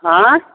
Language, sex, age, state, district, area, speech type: Maithili, male, 60+, Bihar, Begusarai, rural, conversation